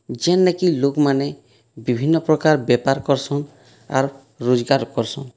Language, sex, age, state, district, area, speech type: Odia, male, 30-45, Odisha, Boudh, rural, spontaneous